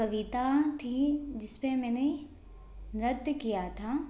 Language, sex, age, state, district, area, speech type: Hindi, female, 18-30, Madhya Pradesh, Bhopal, urban, spontaneous